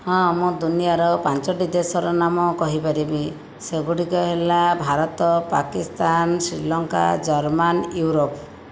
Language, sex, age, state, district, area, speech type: Odia, female, 45-60, Odisha, Jajpur, rural, spontaneous